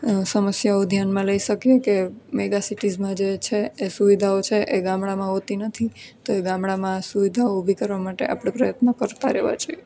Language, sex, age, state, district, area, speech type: Gujarati, female, 18-30, Gujarat, Junagadh, urban, spontaneous